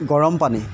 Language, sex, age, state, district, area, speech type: Assamese, male, 30-45, Assam, Jorhat, urban, spontaneous